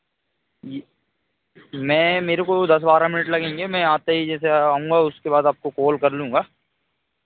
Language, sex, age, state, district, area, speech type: Hindi, male, 30-45, Madhya Pradesh, Hoshangabad, rural, conversation